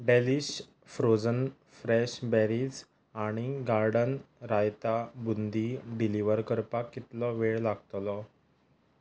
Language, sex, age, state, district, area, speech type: Goan Konkani, male, 18-30, Goa, Ponda, rural, read